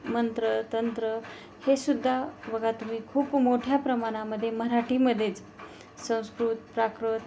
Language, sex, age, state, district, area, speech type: Marathi, female, 30-45, Maharashtra, Osmanabad, rural, spontaneous